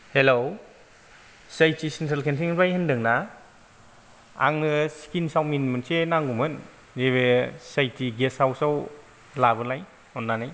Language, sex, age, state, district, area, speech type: Bodo, male, 30-45, Assam, Kokrajhar, rural, spontaneous